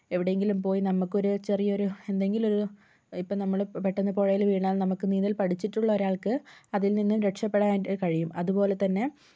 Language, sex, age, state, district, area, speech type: Malayalam, female, 18-30, Kerala, Kozhikode, urban, spontaneous